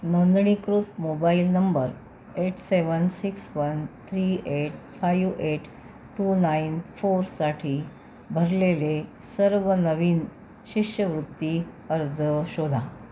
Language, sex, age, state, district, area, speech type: Marathi, female, 30-45, Maharashtra, Amravati, urban, read